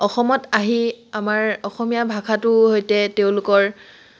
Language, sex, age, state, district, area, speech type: Assamese, female, 18-30, Assam, Charaideo, urban, spontaneous